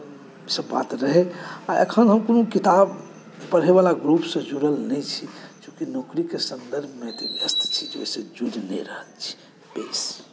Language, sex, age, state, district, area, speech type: Maithili, male, 45-60, Bihar, Saharsa, urban, spontaneous